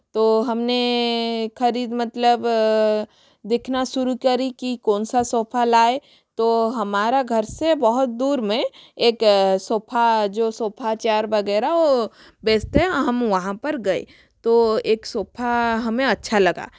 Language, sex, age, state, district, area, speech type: Hindi, female, 45-60, Rajasthan, Jodhpur, rural, spontaneous